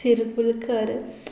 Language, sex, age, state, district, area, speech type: Goan Konkani, female, 18-30, Goa, Murmgao, rural, spontaneous